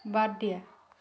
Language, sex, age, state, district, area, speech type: Assamese, female, 30-45, Assam, Dhemaji, urban, read